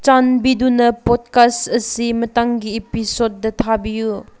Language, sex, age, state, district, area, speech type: Manipuri, female, 18-30, Manipur, Senapati, rural, read